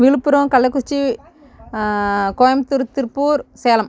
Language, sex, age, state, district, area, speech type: Tamil, female, 18-30, Tamil Nadu, Kallakurichi, rural, spontaneous